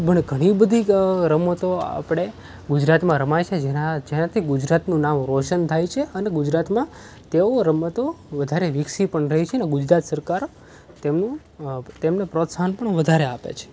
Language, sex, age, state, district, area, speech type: Gujarati, male, 18-30, Gujarat, Rajkot, urban, spontaneous